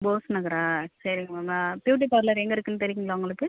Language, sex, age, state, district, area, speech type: Tamil, female, 30-45, Tamil Nadu, Pudukkottai, urban, conversation